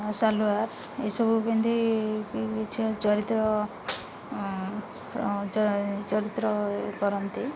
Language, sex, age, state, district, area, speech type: Odia, female, 30-45, Odisha, Rayagada, rural, spontaneous